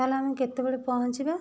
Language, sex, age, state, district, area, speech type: Odia, female, 30-45, Odisha, Kendujhar, urban, spontaneous